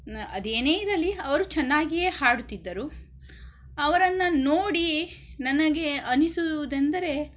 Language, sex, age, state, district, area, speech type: Kannada, female, 30-45, Karnataka, Shimoga, rural, spontaneous